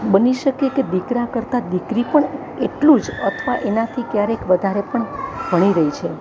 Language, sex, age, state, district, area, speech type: Gujarati, female, 60+, Gujarat, Rajkot, urban, spontaneous